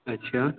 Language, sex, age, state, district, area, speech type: Hindi, male, 18-30, Bihar, Begusarai, rural, conversation